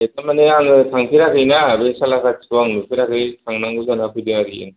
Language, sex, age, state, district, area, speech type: Bodo, male, 30-45, Assam, Kokrajhar, rural, conversation